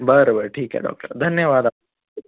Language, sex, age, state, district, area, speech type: Marathi, male, 18-30, Maharashtra, Akola, urban, conversation